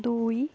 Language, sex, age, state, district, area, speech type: Odia, female, 18-30, Odisha, Jagatsinghpur, rural, spontaneous